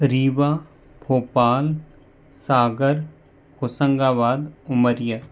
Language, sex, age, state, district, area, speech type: Hindi, male, 30-45, Madhya Pradesh, Bhopal, urban, spontaneous